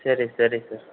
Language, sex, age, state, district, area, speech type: Telugu, male, 45-60, Andhra Pradesh, Chittoor, urban, conversation